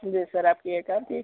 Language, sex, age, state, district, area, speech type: Hindi, male, 18-30, Uttar Pradesh, Sonbhadra, rural, conversation